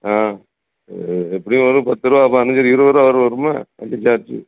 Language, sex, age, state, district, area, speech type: Tamil, male, 60+, Tamil Nadu, Thoothukudi, rural, conversation